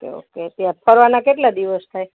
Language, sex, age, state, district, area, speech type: Gujarati, female, 45-60, Gujarat, Junagadh, rural, conversation